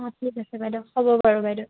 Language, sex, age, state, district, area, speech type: Assamese, female, 18-30, Assam, Sivasagar, rural, conversation